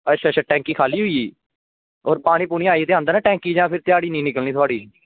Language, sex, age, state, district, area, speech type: Dogri, male, 18-30, Jammu and Kashmir, Kathua, rural, conversation